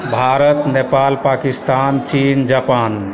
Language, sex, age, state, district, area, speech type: Maithili, male, 60+, Bihar, Supaul, urban, spontaneous